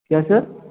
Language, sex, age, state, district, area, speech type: Hindi, male, 18-30, Rajasthan, Jodhpur, urban, conversation